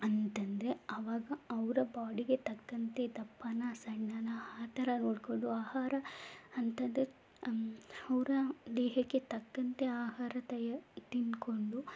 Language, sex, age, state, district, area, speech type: Kannada, female, 18-30, Karnataka, Chamarajanagar, rural, spontaneous